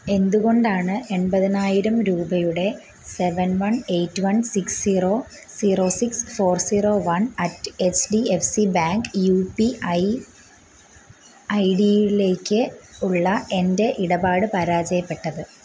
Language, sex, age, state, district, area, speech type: Malayalam, female, 18-30, Kerala, Kottayam, rural, read